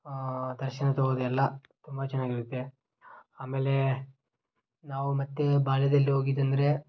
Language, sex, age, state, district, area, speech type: Kannada, male, 18-30, Karnataka, Koppal, rural, spontaneous